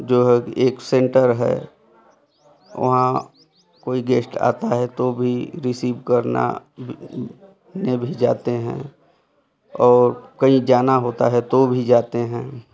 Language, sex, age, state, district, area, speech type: Hindi, male, 45-60, Uttar Pradesh, Chandauli, rural, spontaneous